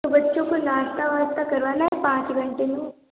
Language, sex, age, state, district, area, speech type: Hindi, female, 18-30, Rajasthan, Jodhpur, urban, conversation